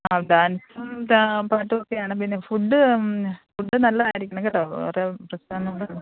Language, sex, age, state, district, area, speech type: Malayalam, female, 30-45, Kerala, Alappuzha, rural, conversation